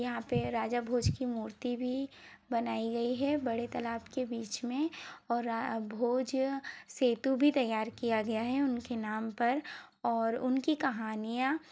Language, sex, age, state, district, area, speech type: Hindi, female, 30-45, Madhya Pradesh, Bhopal, urban, spontaneous